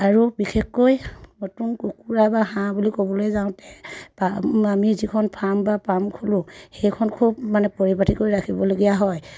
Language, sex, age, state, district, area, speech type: Assamese, female, 30-45, Assam, Sivasagar, rural, spontaneous